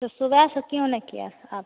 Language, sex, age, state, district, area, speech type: Hindi, female, 45-60, Bihar, Begusarai, urban, conversation